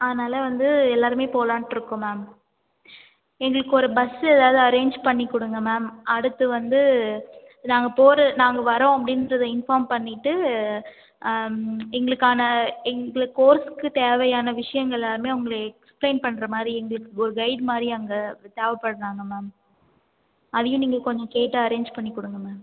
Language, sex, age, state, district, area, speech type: Tamil, female, 45-60, Tamil Nadu, Cuddalore, rural, conversation